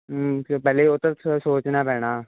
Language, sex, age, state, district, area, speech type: Punjabi, male, 18-30, Punjab, Hoshiarpur, urban, conversation